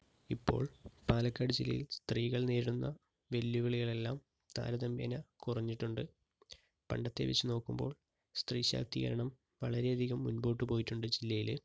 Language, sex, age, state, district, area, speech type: Malayalam, male, 30-45, Kerala, Palakkad, rural, spontaneous